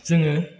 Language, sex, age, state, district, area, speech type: Bodo, male, 18-30, Assam, Udalguri, rural, spontaneous